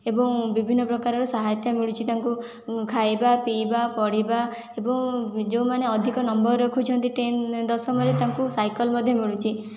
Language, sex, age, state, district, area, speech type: Odia, female, 18-30, Odisha, Khordha, rural, spontaneous